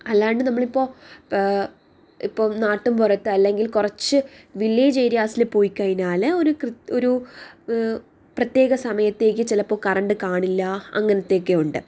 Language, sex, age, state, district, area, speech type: Malayalam, female, 18-30, Kerala, Thiruvananthapuram, urban, spontaneous